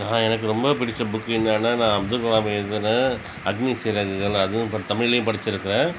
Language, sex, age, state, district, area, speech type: Tamil, male, 45-60, Tamil Nadu, Cuddalore, rural, spontaneous